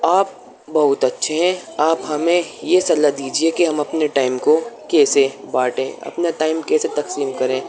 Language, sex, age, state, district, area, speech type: Urdu, male, 18-30, Delhi, East Delhi, urban, spontaneous